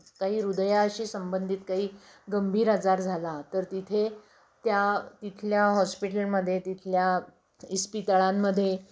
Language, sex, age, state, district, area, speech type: Marathi, female, 60+, Maharashtra, Nashik, urban, spontaneous